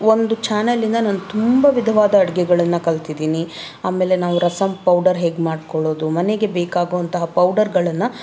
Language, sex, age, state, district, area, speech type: Kannada, female, 30-45, Karnataka, Davanagere, urban, spontaneous